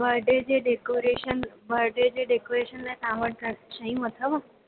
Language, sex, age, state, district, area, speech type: Sindhi, female, 18-30, Rajasthan, Ajmer, urban, conversation